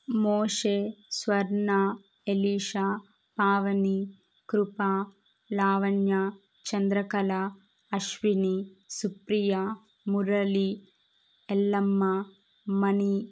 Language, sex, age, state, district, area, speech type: Telugu, female, 18-30, Andhra Pradesh, Kadapa, urban, spontaneous